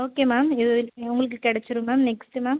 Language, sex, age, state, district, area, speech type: Tamil, female, 30-45, Tamil Nadu, Ariyalur, rural, conversation